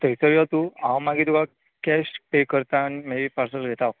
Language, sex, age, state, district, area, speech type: Goan Konkani, male, 18-30, Goa, Bardez, urban, conversation